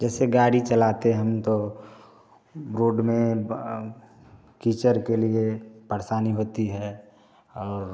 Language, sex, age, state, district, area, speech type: Hindi, male, 45-60, Bihar, Samastipur, urban, spontaneous